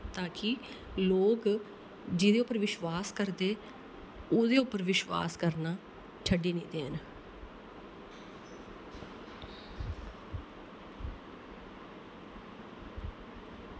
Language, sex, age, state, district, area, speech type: Dogri, female, 30-45, Jammu and Kashmir, Kathua, rural, spontaneous